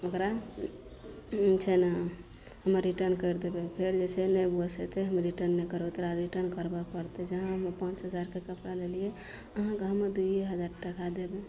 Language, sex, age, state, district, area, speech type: Maithili, female, 18-30, Bihar, Madhepura, rural, spontaneous